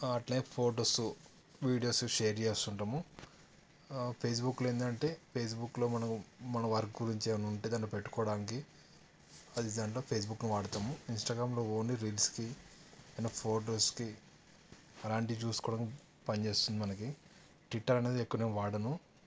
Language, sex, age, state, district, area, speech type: Telugu, male, 30-45, Telangana, Yadadri Bhuvanagiri, urban, spontaneous